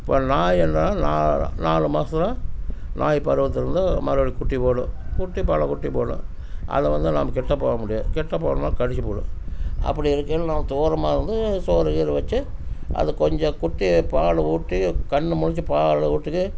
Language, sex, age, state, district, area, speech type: Tamil, male, 60+, Tamil Nadu, Namakkal, rural, spontaneous